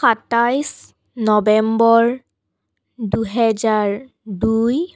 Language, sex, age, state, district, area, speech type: Assamese, female, 18-30, Assam, Sonitpur, rural, spontaneous